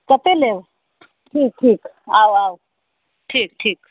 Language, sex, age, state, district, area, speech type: Maithili, female, 45-60, Bihar, Muzaffarpur, urban, conversation